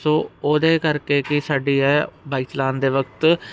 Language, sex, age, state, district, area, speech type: Punjabi, male, 45-60, Punjab, Ludhiana, urban, spontaneous